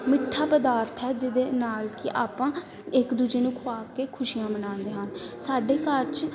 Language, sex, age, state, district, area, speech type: Punjabi, female, 18-30, Punjab, Gurdaspur, rural, spontaneous